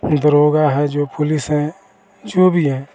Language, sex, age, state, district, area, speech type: Hindi, male, 45-60, Bihar, Vaishali, urban, spontaneous